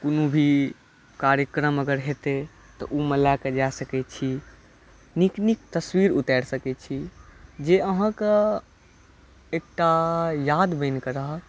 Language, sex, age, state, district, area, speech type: Maithili, male, 18-30, Bihar, Saharsa, rural, spontaneous